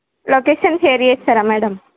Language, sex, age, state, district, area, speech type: Telugu, female, 18-30, Telangana, Suryapet, urban, conversation